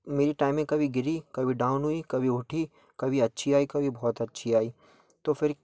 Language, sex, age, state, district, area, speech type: Hindi, male, 18-30, Madhya Pradesh, Gwalior, urban, spontaneous